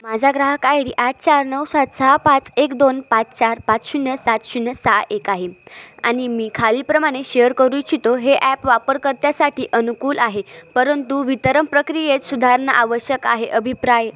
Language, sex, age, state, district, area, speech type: Marathi, female, 18-30, Maharashtra, Ahmednagar, urban, read